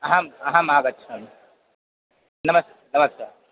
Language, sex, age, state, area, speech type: Sanskrit, male, 18-30, Uttar Pradesh, urban, conversation